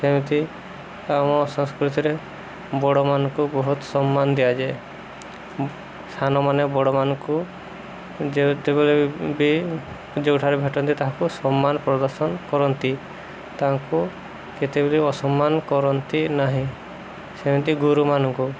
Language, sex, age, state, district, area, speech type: Odia, male, 30-45, Odisha, Subarnapur, urban, spontaneous